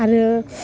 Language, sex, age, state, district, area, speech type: Bodo, female, 18-30, Assam, Chirang, rural, spontaneous